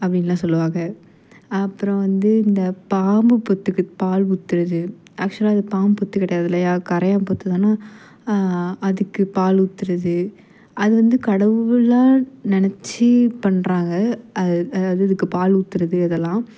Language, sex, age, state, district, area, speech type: Tamil, female, 18-30, Tamil Nadu, Perambalur, urban, spontaneous